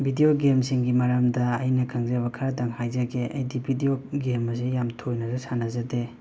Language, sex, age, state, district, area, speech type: Manipuri, male, 18-30, Manipur, Imphal West, rural, spontaneous